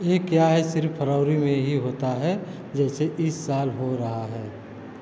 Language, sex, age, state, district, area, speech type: Hindi, male, 45-60, Uttar Pradesh, Azamgarh, rural, read